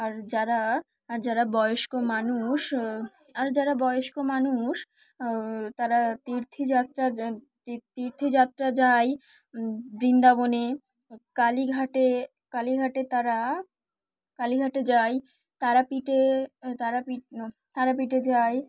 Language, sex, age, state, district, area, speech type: Bengali, female, 18-30, West Bengal, Dakshin Dinajpur, urban, spontaneous